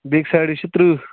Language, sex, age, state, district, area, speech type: Kashmiri, male, 18-30, Jammu and Kashmir, Ganderbal, rural, conversation